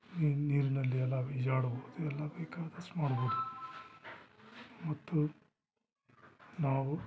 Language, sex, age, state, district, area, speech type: Kannada, male, 45-60, Karnataka, Bellary, rural, spontaneous